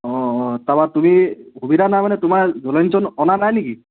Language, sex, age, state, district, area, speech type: Assamese, male, 18-30, Assam, Tinsukia, urban, conversation